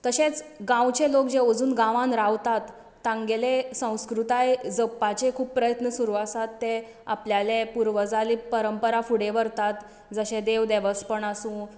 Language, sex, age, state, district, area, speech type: Goan Konkani, female, 30-45, Goa, Tiswadi, rural, spontaneous